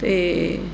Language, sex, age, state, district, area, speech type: Punjabi, female, 30-45, Punjab, Mohali, urban, spontaneous